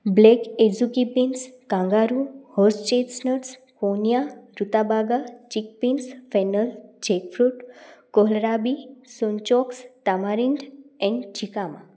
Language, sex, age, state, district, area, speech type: Gujarati, female, 18-30, Gujarat, Rajkot, rural, spontaneous